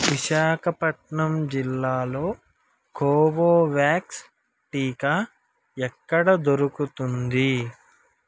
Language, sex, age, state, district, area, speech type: Telugu, male, 18-30, Andhra Pradesh, Srikakulam, rural, read